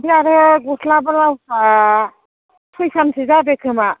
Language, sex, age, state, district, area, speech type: Bodo, female, 60+, Assam, Baksa, rural, conversation